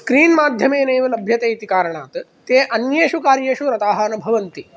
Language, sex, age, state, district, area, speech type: Sanskrit, male, 18-30, Andhra Pradesh, Kadapa, rural, spontaneous